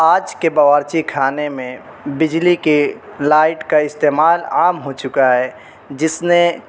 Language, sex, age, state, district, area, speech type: Urdu, male, 18-30, Uttar Pradesh, Saharanpur, urban, spontaneous